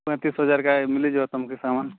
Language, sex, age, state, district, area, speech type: Odia, male, 30-45, Odisha, Nuapada, urban, conversation